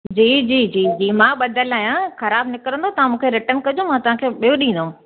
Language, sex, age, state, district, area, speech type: Sindhi, female, 60+, Maharashtra, Thane, urban, conversation